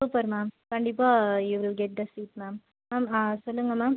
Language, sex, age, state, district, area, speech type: Tamil, female, 30-45, Tamil Nadu, Ariyalur, rural, conversation